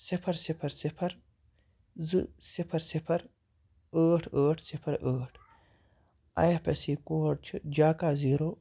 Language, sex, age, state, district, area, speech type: Kashmiri, female, 18-30, Jammu and Kashmir, Baramulla, rural, spontaneous